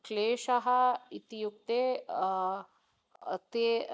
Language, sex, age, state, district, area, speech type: Sanskrit, female, 45-60, Tamil Nadu, Thanjavur, urban, spontaneous